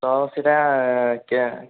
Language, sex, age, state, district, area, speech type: Odia, male, 18-30, Odisha, Puri, urban, conversation